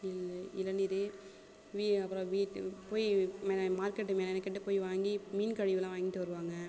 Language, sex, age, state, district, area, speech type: Tamil, female, 18-30, Tamil Nadu, Thanjavur, urban, spontaneous